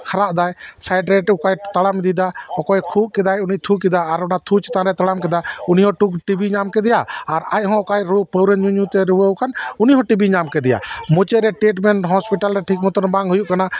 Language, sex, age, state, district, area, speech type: Santali, male, 45-60, West Bengal, Dakshin Dinajpur, rural, spontaneous